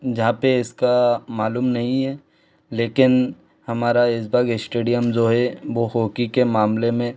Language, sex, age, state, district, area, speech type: Hindi, male, 18-30, Madhya Pradesh, Bhopal, urban, spontaneous